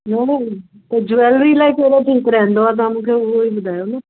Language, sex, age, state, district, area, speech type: Sindhi, female, 45-60, Delhi, South Delhi, urban, conversation